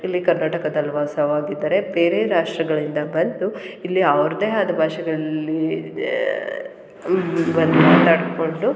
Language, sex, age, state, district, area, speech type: Kannada, female, 30-45, Karnataka, Hassan, urban, spontaneous